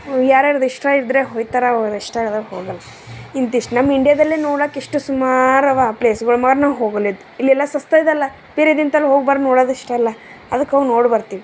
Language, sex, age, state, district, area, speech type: Kannada, female, 30-45, Karnataka, Bidar, urban, spontaneous